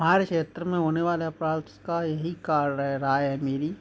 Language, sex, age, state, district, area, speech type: Hindi, male, 30-45, Madhya Pradesh, Gwalior, rural, spontaneous